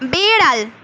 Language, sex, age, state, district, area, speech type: Bengali, female, 18-30, West Bengal, Paschim Medinipur, rural, read